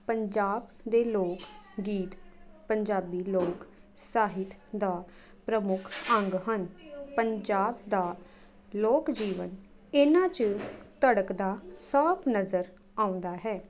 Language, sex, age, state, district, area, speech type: Punjabi, female, 18-30, Punjab, Jalandhar, urban, spontaneous